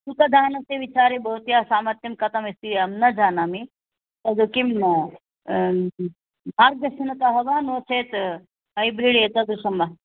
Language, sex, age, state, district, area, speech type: Sanskrit, female, 60+, Karnataka, Bangalore Urban, urban, conversation